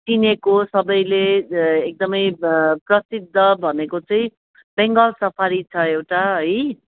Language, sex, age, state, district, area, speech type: Nepali, female, 60+, West Bengal, Jalpaiguri, urban, conversation